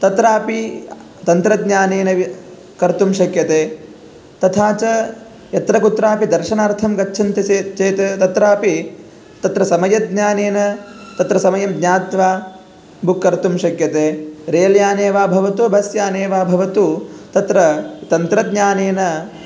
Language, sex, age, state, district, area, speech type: Sanskrit, male, 18-30, Karnataka, Gadag, rural, spontaneous